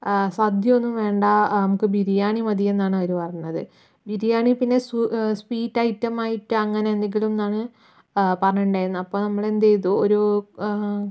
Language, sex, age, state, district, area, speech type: Malayalam, female, 45-60, Kerala, Palakkad, rural, spontaneous